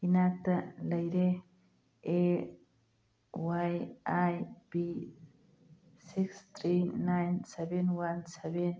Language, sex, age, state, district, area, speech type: Manipuri, female, 45-60, Manipur, Churachandpur, urban, read